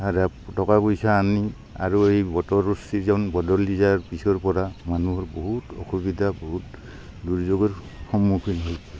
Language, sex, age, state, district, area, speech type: Assamese, male, 45-60, Assam, Barpeta, rural, spontaneous